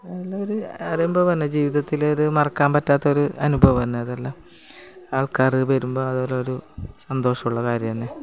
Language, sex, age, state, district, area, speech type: Malayalam, female, 45-60, Kerala, Kasaragod, rural, spontaneous